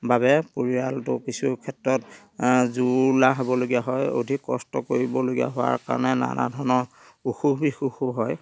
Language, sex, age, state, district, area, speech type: Assamese, male, 45-60, Assam, Dhemaji, rural, spontaneous